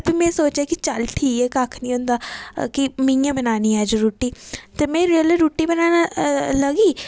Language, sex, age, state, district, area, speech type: Dogri, female, 18-30, Jammu and Kashmir, Udhampur, rural, spontaneous